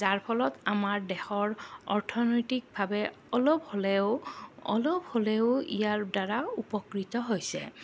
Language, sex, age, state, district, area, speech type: Assamese, female, 30-45, Assam, Goalpara, urban, spontaneous